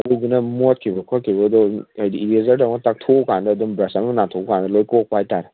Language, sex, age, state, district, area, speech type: Manipuri, male, 18-30, Manipur, Kangpokpi, urban, conversation